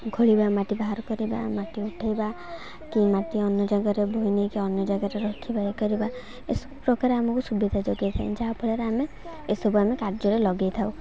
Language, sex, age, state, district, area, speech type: Odia, female, 18-30, Odisha, Kendrapara, urban, spontaneous